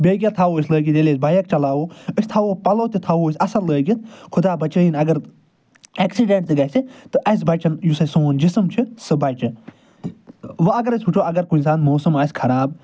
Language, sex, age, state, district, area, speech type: Kashmiri, male, 45-60, Jammu and Kashmir, Srinagar, urban, spontaneous